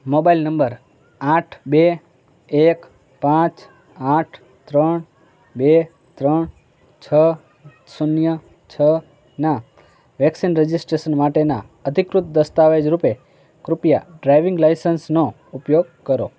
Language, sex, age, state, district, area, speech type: Gujarati, male, 60+, Gujarat, Morbi, rural, read